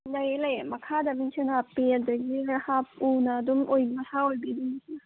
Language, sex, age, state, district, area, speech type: Manipuri, female, 30-45, Manipur, Kangpokpi, urban, conversation